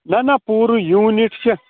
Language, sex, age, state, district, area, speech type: Kashmiri, male, 45-60, Jammu and Kashmir, Srinagar, rural, conversation